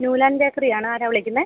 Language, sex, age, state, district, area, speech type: Malayalam, female, 30-45, Kerala, Alappuzha, rural, conversation